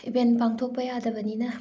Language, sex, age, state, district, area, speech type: Manipuri, female, 18-30, Manipur, Thoubal, rural, spontaneous